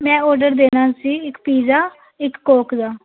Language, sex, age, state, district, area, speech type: Punjabi, female, 18-30, Punjab, Amritsar, urban, conversation